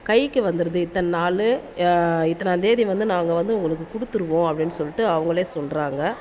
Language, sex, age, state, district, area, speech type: Tamil, female, 30-45, Tamil Nadu, Tiruvannamalai, urban, spontaneous